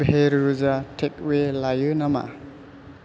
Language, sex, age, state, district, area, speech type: Bodo, male, 18-30, Assam, Chirang, urban, read